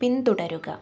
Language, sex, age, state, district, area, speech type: Malayalam, female, 18-30, Kerala, Kannur, rural, read